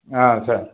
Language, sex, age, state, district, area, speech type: Tamil, male, 60+, Tamil Nadu, Perambalur, urban, conversation